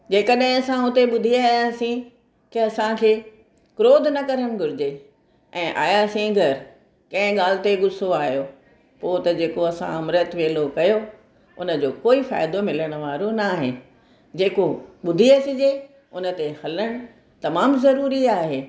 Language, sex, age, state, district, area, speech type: Sindhi, female, 60+, Rajasthan, Ajmer, urban, spontaneous